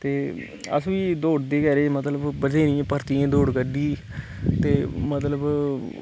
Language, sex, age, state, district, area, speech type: Dogri, male, 18-30, Jammu and Kashmir, Kathua, rural, spontaneous